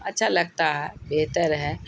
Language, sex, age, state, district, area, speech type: Urdu, female, 60+, Bihar, Khagaria, rural, spontaneous